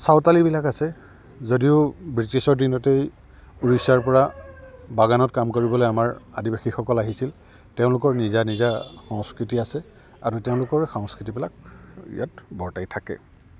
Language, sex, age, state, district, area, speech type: Assamese, male, 45-60, Assam, Goalpara, urban, spontaneous